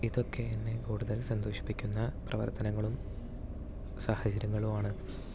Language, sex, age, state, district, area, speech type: Malayalam, male, 18-30, Kerala, Malappuram, rural, spontaneous